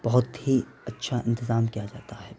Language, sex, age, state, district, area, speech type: Urdu, male, 18-30, Bihar, Saharsa, rural, spontaneous